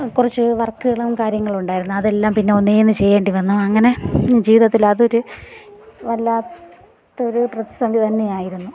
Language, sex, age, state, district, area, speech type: Malayalam, female, 30-45, Kerala, Thiruvananthapuram, rural, spontaneous